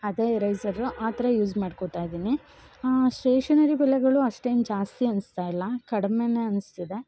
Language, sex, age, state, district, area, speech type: Kannada, female, 18-30, Karnataka, Chikkamagaluru, rural, spontaneous